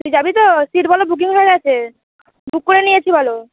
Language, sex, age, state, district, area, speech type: Bengali, female, 18-30, West Bengal, Uttar Dinajpur, urban, conversation